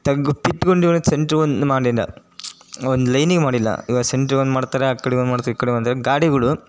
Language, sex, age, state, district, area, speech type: Kannada, male, 30-45, Karnataka, Chitradurga, rural, spontaneous